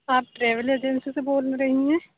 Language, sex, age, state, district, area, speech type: Urdu, female, 18-30, Uttar Pradesh, Aligarh, urban, conversation